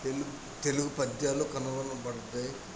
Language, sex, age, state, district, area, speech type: Telugu, male, 45-60, Andhra Pradesh, Kadapa, rural, spontaneous